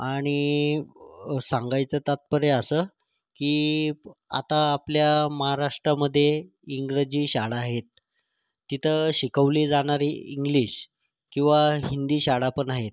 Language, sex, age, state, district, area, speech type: Marathi, male, 30-45, Maharashtra, Thane, urban, spontaneous